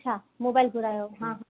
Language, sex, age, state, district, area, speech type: Sindhi, female, 30-45, Gujarat, Kutch, urban, conversation